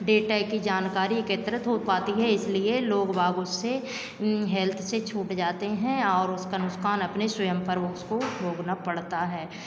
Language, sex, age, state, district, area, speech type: Hindi, female, 45-60, Madhya Pradesh, Hoshangabad, urban, spontaneous